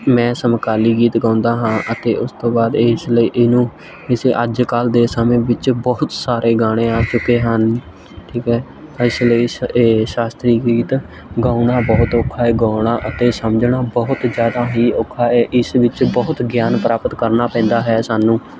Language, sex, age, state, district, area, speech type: Punjabi, male, 18-30, Punjab, Shaheed Bhagat Singh Nagar, rural, spontaneous